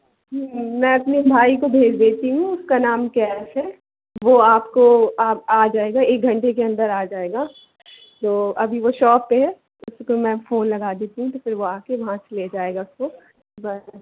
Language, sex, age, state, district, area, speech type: Hindi, female, 18-30, Madhya Pradesh, Jabalpur, urban, conversation